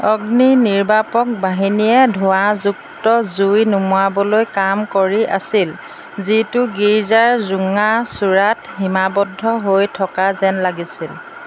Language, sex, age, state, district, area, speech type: Assamese, female, 45-60, Assam, Jorhat, urban, read